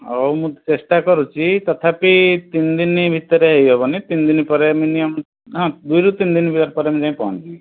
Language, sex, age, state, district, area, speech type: Odia, male, 60+, Odisha, Bhadrak, rural, conversation